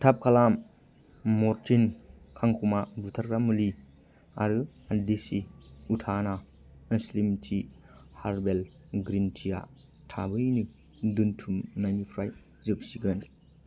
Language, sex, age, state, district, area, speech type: Bodo, male, 30-45, Assam, Kokrajhar, rural, read